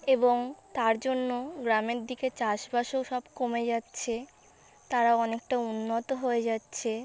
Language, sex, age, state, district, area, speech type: Bengali, female, 18-30, West Bengal, South 24 Parganas, rural, spontaneous